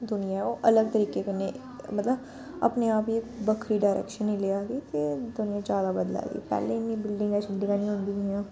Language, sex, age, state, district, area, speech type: Dogri, female, 60+, Jammu and Kashmir, Reasi, rural, spontaneous